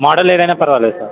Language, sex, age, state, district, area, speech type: Telugu, male, 18-30, Telangana, Vikarabad, urban, conversation